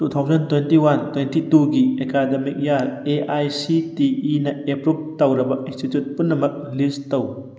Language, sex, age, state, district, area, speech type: Manipuri, male, 18-30, Manipur, Thoubal, rural, read